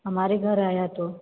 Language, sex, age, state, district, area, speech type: Hindi, female, 30-45, Uttar Pradesh, Varanasi, rural, conversation